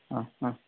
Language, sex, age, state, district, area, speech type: Assamese, male, 30-45, Assam, Dhemaji, rural, conversation